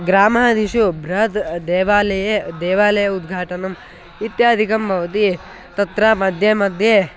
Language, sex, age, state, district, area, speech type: Sanskrit, male, 18-30, Karnataka, Tumkur, urban, spontaneous